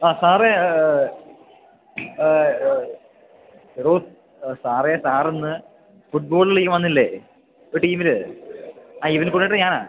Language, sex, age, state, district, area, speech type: Malayalam, male, 18-30, Kerala, Idukki, rural, conversation